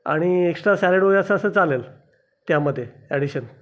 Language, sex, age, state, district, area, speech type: Marathi, male, 30-45, Maharashtra, Raigad, rural, spontaneous